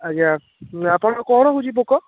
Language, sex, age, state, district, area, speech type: Odia, male, 18-30, Odisha, Puri, urban, conversation